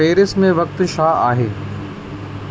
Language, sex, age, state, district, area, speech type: Sindhi, male, 30-45, Madhya Pradesh, Katni, urban, read